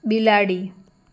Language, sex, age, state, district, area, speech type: Gujarati, female, 18-30, Gujarat, Anand, urban, read